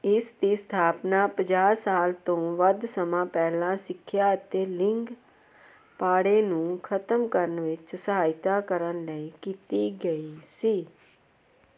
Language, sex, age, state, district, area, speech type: Punjabi, female, 45-60, Punjab, Jalandhar, urban, read